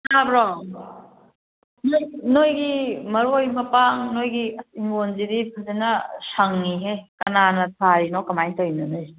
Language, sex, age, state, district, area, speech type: Manipuri, female, 30-45, Manipur, Kakching, rural, conversation